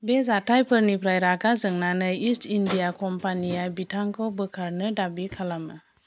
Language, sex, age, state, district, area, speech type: Bodo, female, 45-60, Assam, Chirang, rural, read